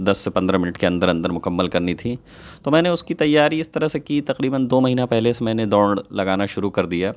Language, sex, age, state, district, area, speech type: Urdu, male, 30-45, Uttar Pradesh, Lucknow, urban, spontaneous